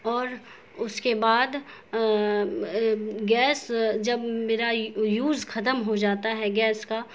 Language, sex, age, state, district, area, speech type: Urdu, female, 18-30, Bihar, Saharsa, urban, spontaneous